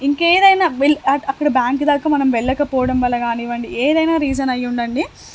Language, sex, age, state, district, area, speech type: Telugu, female, 18-30, Telangana, Hanamkonda, urban, spontaneous